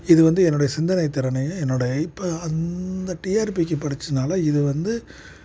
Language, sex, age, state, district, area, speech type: Tamil, male, 30-45, Tamil Nadu, Perambalur, urban, spontaneous